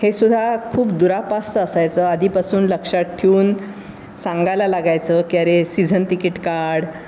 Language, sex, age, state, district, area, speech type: Marathi, female, 60+, Maharashtra, Pune, urban, spontaneous